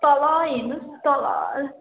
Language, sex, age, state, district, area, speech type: Nepali, female, 18-30, West Bengal, Darjeeling, rural, conversation